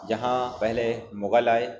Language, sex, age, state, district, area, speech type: Urdu, male, 18-30, Uttar Pradesh, Shahjahanpur, urban, spontaneous